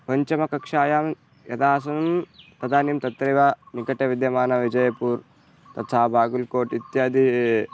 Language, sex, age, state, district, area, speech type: Sanskrit, male, 18-30, Karnataka, Vijayapura, rural, spontaneous